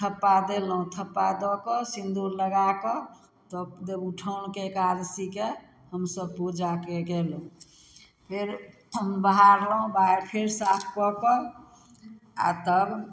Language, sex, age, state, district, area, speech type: Maithili, female, 60+, Bihar, Samastipur, rural, spontaneous